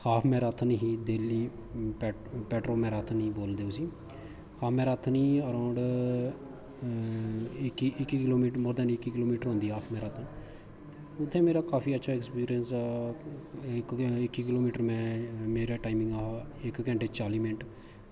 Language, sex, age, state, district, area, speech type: Dogri, male, 30-45, Jammu and Kashmir, Kathua, rural, spontaneous